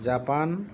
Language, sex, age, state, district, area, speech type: Assamese, male, 30-45, Assam, Lakhimpur, rural, spontaneous